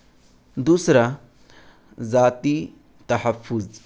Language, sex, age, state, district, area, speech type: Urdu, male, 18-30, Bihar, Gaya, rural, spontaneous